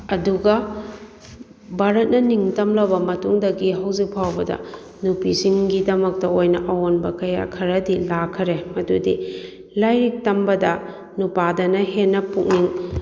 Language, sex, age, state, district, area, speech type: Manipuri, female, 45-60, Manipur, Kakching, rural, spontaneous